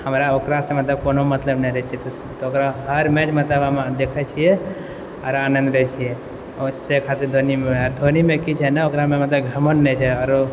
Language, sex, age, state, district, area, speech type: Maithili, male, 18-30, Bihar, Purnia, urban, spontaneous